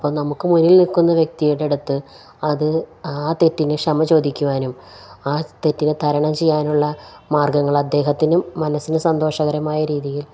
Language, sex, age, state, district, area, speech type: Malayalam, female, 45-60, Kerala, Palakkad, rural, spontaneous